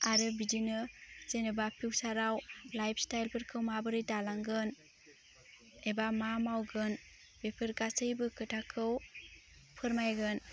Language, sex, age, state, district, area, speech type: Bodo, female, 18-30, Assam, Baksa, rural, spontaneous